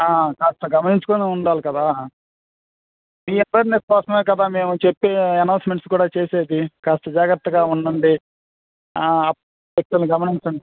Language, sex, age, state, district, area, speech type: Telugu, male, 30-45, Andhra Pradesh, Bapatla, urban, conversation